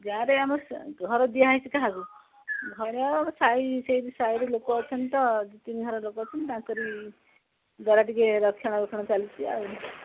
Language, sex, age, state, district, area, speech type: Odia, female, 60+, Odisha, Jagatsinghpur, rural, conversation